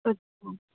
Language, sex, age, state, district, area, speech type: Hindi, female, 60+, Uttar Pradesh, Sitapur, rural, conversation